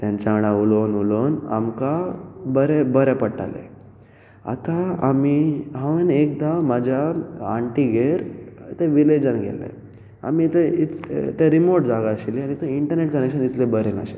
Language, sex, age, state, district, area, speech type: Goan Konkani, male, 18-30, Goa, Bardez, urban, spontaneous